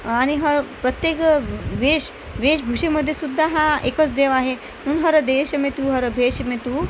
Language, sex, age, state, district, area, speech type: Marathi, female, 30-45, Maharashtra, Amravati, urban, spontaneous